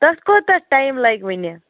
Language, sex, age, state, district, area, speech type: Kashmiri, female, 45-60, Jammu and Kashmir, Baramulla, rural, conversation